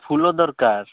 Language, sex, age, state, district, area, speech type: Odia, male, 18-30, Odisha, Malkangiri, urban, conversation